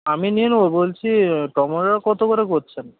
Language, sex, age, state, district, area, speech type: Bengali, male, 18-30, West Bengal, Paschim Medinipur, rural, conversation